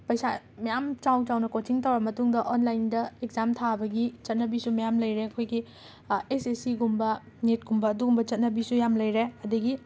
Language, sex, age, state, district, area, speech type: Manipuri, female, 18-30, Manipur, Imphal West, urban, spontaneous